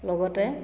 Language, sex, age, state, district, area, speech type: Assamese, female, 45-60, Assam, Majuli, urban, spontaneous